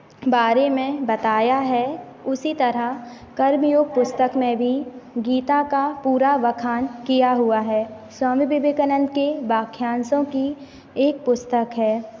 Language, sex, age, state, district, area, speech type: Hindi, female, 18-30, Madhya Pradesh, Hoshangabad, urban, spontaneous